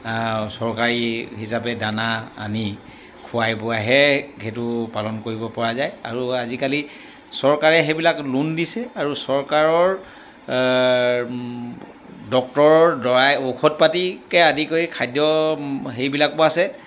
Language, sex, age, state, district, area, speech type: Assamese, male, 60+, Assam, Dibrugarh, rural, spontaneous